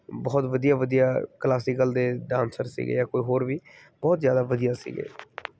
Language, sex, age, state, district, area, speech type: Punjabi, male, 30-45, Punjab, Kapurthala, urban, spontaneous